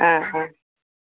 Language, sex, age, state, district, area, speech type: Malayalam, female, 18-30, Kerala, Malappuram, rural, conversation